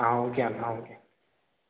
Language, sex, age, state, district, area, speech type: Telugu, male, 18-30, Telangana, Hanamkonda, rural, conversation